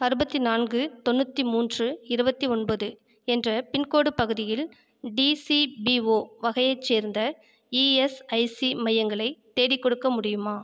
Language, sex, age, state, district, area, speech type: Tamil, female, 30-45, Tamil Nadu, Ariyalur, rural, read